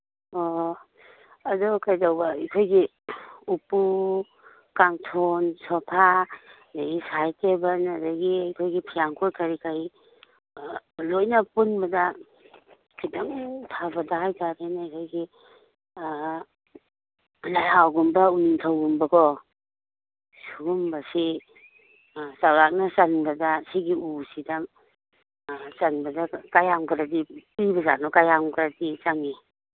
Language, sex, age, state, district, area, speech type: Manipuri, female, 45-60, Manipur, Imphal East, rural, conversation